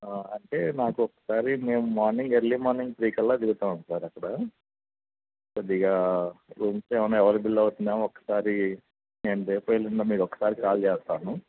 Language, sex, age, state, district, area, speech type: Telugu, male, 45-60, Andhra Pradesh, N T Rama Rao, urban, conversation